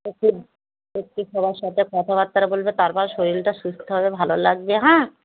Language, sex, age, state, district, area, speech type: Bengali, female, 45-60, West Bengal, Dakshin Dinajpur, rural, conversation